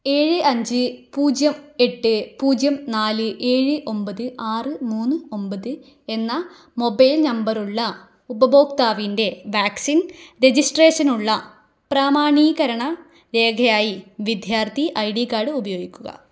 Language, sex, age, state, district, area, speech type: Malayalam, female, 18-30, Kerala, Kannur, rural, read